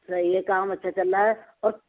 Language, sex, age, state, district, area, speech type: Urdu, female, 30-45, Uttar Pradesh, Ghaziabad, rural, conversation